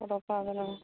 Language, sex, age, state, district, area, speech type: Bodo, female, 18-30, Assam, Baksa, rural, conversation